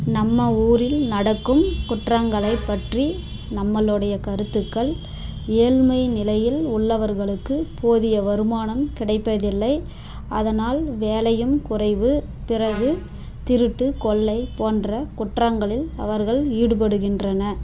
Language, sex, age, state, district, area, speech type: Tamil, female, 30-45, Tamil Nadu, Dharmapuri, rural, spontaneous